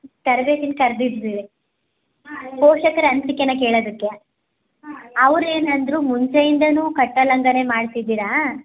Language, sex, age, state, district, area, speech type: Kannada, female, 18-30, Karnataka, Chitradurga, rural, conversation